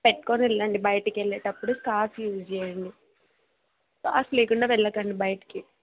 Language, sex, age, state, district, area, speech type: Telugu, female, 18-30, Telangana, Nalgonda, rural, conversation